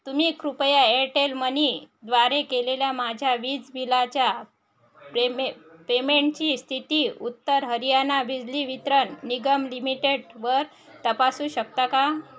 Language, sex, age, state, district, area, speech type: Marathi, female, 30-45, Maharashtra, Wardha, rural, read